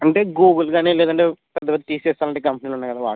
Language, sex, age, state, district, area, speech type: Telugu, male, 30-45, Andhra Pradesh, West Godavari, rural, conversation